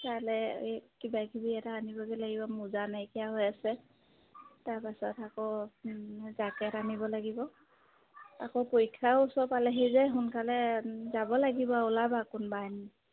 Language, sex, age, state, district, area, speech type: Assamese, female, 30-45, Assam, Majuli, urban, conversation